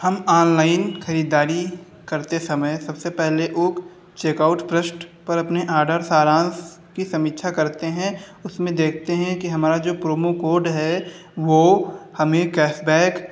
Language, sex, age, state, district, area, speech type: Hindi, male, 30-45, Uttar Pradesh, Hardoi, rural, spontaneous